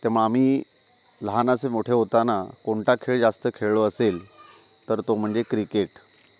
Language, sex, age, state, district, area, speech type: Marathi, male, 30-45, Maharashtra, Ratnagiri, rural, spontaneous